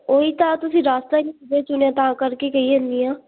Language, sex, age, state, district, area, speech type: Punjabi, female, 18-30, Punjab, Muktsar, urban, conversation